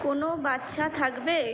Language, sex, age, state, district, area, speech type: Bengali, female, 18-30, West Bengal, Kolkata, urban, read